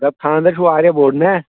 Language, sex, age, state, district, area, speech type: Kashmiri, male, 18-30, Jammu and Kashmir, Shopian, rural, conversation